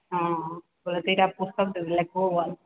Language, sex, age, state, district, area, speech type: Odia, female, 30-45, Odisha, Balangir, urban, conversation